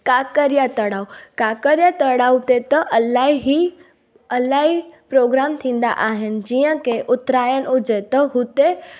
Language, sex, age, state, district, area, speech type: Sindhi, female, 18-30, Gujarat, Junagadh, rural, spontaneous